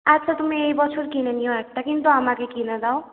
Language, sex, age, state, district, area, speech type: Bengali, female, 18-30, West Bengal, Purulia, urban, conversation